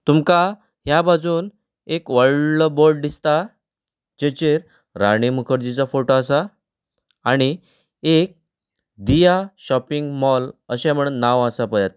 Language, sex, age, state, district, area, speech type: Goan Konkani, male, 30-45, Goa, Canacona, rural, spontaneous